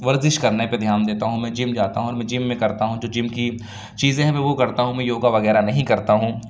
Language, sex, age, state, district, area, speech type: Urdu, male, 18-30, Uttar Pradesh, Lucknow, urban, spontaneous